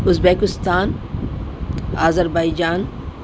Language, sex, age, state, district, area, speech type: Urdu, female, 60+, Delhi, North East Delhi, urban, spontaneous